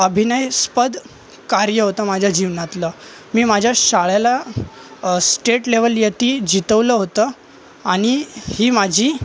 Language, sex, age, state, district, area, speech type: Marathi, male, 18-30, Maharashtra, Thane, urban, spontaneous